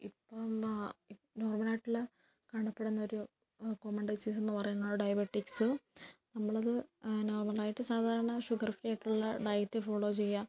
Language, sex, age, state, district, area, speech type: Malayalam, female, 18-30, Kerala, Kottayam, rural, spontaneous